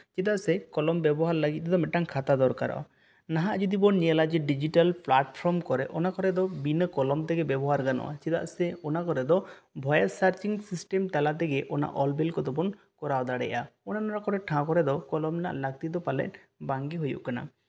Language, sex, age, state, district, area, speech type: Santali, male, 18-30, West Bengal, Bankura, rural, spontaneous